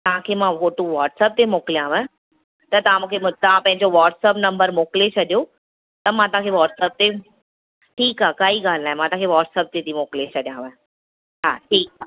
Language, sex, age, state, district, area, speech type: Sindhi, female, 30-45, Maharashtra, Thane, urban, conversation